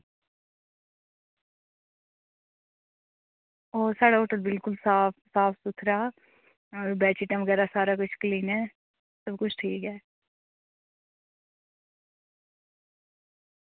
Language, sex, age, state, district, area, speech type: Dogri, female, 30-45, Jammu and Kashmir, Udhampur, rural, conversation